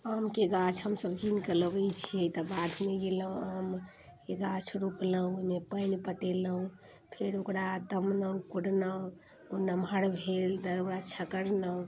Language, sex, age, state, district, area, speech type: Maithili, female, 30-45, Bihar, Muzaffarpur, urban, spontaneous